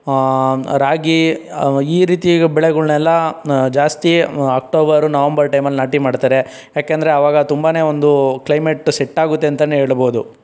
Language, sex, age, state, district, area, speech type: Kannada, male, 45-60, Karnataka, Chikkaballapur, rural, spontaneous